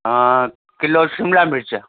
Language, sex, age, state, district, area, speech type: Sindhi, male, 45-60, Gujarat, Kutch, rural, conversation